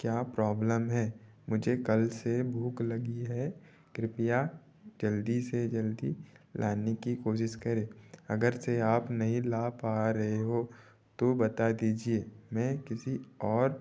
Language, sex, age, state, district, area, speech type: Hindi, male, 18-30, Madhya Pradesh, Betul, rural, spontaneous